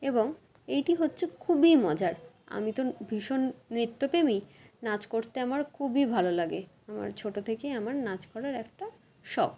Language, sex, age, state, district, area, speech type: Bengali, female, 30-45, West Bengal, Malda, rural, spontaneous